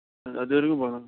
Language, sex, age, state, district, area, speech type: Tamil, male, 18-30, Tamil Nadu, Ranipet, rural, conversation